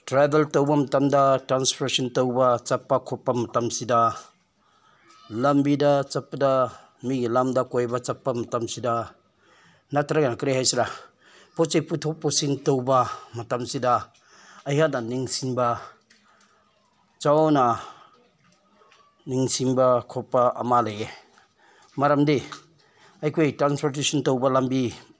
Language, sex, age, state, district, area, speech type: Manipuri, male, 60+, Manipur, Senapati, urban, spontaneous